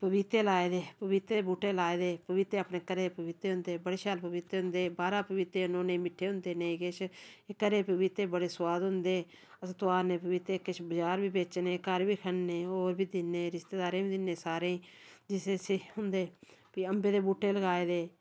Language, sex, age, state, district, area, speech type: Dogri, female, 45-60, Jammu and Kashmir, Samba, rural, spontaneous